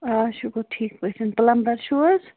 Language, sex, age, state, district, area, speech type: Kashmiri, female, 45-60, Jammu and Kashmir, Baramulla, urban, conversation